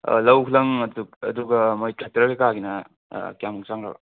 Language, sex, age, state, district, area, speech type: Manipuri, male, 45-60, Manipur, Imphal West, urban, conversation